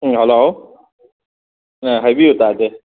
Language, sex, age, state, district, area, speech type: Manipuri, male, 18-30, Manipur, Kakching, rural, conversation